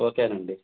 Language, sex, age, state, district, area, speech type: Telugu, male, 45-60, Andhra Pradesh, Sri Satya Sai, urban, conversation